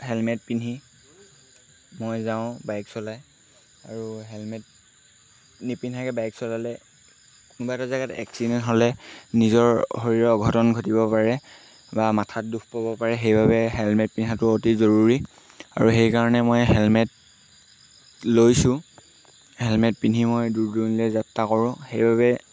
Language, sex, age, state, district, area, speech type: Assamese, male, 18-30, Assam, Lakhimpur, rural, spontaneous